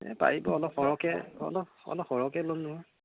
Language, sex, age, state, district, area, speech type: Assamese, male, 18-30, Assam, Golaghat, rural, conversation